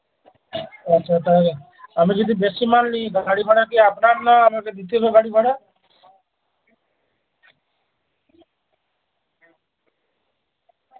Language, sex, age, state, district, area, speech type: Bengali, male, 45-60, West Bengal, Uttar Dinajpur, urban, conversation